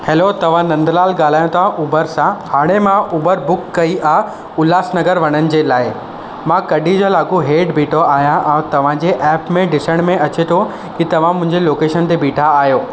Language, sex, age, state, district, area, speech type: Sindhi, male, 18-30, Maharashtra, Mumbai Suburban, urban, spontaneous